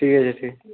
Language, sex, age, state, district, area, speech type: Bengali, male, 30-45, West Bengal, Jhargram, rural, conversation